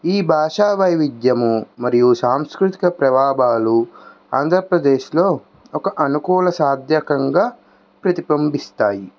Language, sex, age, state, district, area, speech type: Telugu, male, 18-30, Andhra Pradesh, N T Rama Rao, urban, spontaneous